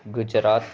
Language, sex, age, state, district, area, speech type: Kannada, male, 18-30, Karnataka, Chitradurga, rural, spontaneous